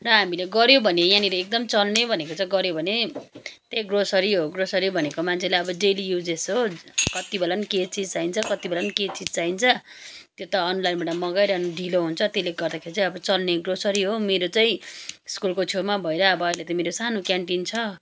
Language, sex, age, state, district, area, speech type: Nepali, female, 30-45, West Bengal, Kalimpong, rural, spontaneous